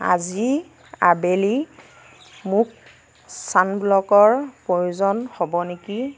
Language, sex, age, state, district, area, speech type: Assamese, female, 18-30, Assam, Nagaon, rural, read